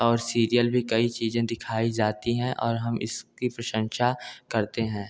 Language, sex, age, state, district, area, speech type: Hindi, male, 18-30, Uttar Pradesh, Bhadohi, rural, spontaneous